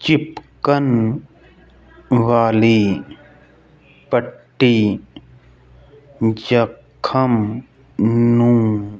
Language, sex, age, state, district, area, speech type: Punjabi, male, 30-45, Punjab, Fazilka, rural, read